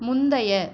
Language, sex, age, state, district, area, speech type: Tamil, female, 30-45, Tamil Nadu, Cuddalore, rural, read